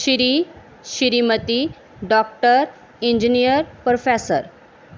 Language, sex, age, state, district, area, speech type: Punjabi, female, 30-45, Punjab, Barnala, urban, spontaneous